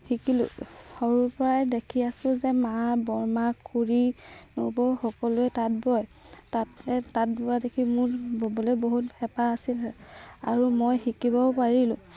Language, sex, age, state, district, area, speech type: Assamese, female, 18-30, Assam, Sivasagar, rural, spontaneous